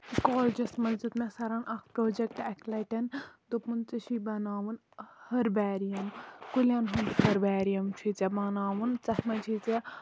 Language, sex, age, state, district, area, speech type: Kashmiri, female, 18-30, Jammu and Kashmir, Kulgam, rural, spontaneous